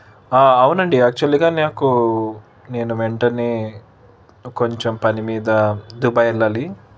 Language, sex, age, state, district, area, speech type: Telugu, male, 30-45, Andhra Pradesh, Krishna, urban, spontaneous